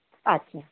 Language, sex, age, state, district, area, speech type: Santali, female, 60+, West Bengal, Birbhum, rural, conversation